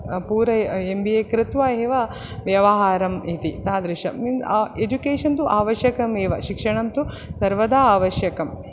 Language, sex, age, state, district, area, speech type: Sanskrit, female, 30-45, Karnataka, Dakshina Kannada, urban, spontaneous